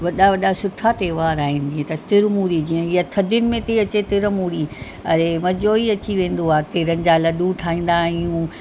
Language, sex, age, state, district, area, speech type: Sindhi, female, 45-60, Maharashtra, Mumbai Suburban, urban, spontaneous